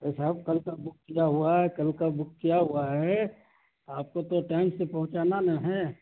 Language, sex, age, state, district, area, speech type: Urdu, male, 45-60, Bihar, Saharsa, rural, conversation